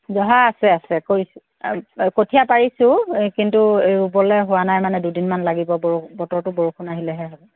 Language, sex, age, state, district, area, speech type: Assamese, female, 45-60, Assam, Lakhimpur, rural, conversation